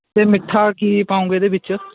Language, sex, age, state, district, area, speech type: Punjabi, male, 18-30, Punjab, Fatehgarh Sahib, rural, conversation